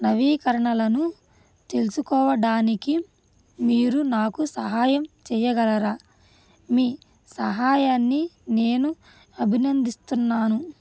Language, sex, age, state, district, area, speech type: Telugu, female, 30-45, Andhra Pradesh, Krishna, rural, read